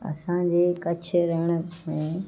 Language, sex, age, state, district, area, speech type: Sindhi, female, 45-60, Gujarat, Kutch, urban, spontaneous